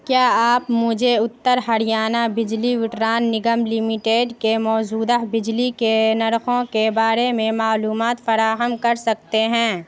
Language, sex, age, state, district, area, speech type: Urdu, female, 18-30, Bihar, Saharsa, rural, read